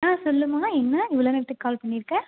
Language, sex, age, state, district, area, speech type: Tamil, female, 30-45, Tamil Nadu, Krishnagiri, rural, conversation